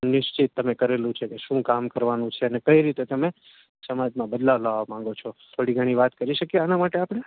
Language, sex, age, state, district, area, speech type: Gujarati, male, 45-60, Gujarat, Morbi, rural, conversation